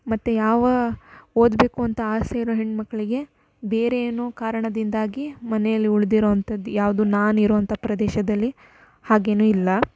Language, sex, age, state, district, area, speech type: Kannada, female, 18-30, Karnataka, Shimoga, rural, spontaneous